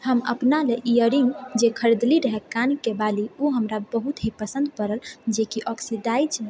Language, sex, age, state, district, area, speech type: Maithili, female, 30-45, Bihar, Purnia, urban, spontaneous